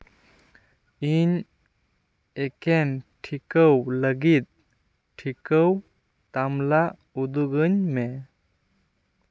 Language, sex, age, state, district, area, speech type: Santali, male, 18-30, West Bengal, Purba Bardhaman, rural, read